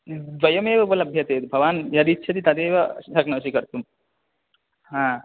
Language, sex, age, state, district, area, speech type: Sanskrit, male, 18-30, West Bengal, Cooch Behar, rural, conversation